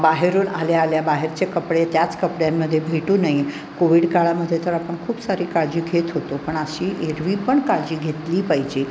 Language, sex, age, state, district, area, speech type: Marathi, female, 60+, Maharashtra, Pune, urban, spontaneous